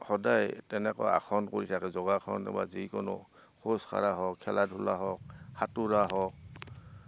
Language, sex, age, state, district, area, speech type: Assamese, male, 60+, Assam, Goalpara, urban, spontaneous